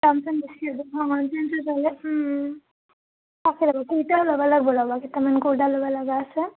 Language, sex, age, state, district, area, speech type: Assamese, female, 18-30, Assam, Udalguri, rural, conversation